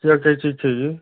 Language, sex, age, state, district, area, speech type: Hindi, male, 30-45, Uttar Pradesh, Ghazipur, rural, conversation